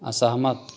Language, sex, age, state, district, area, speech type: Hindi, male, 30-45, Uttar Pradesh, Chandauli, urban, read